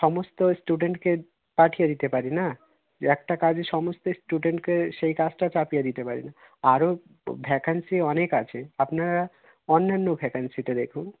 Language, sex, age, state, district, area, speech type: Bengali, male, 18-30, West Bengal, South 24 Parganas, rural, conversation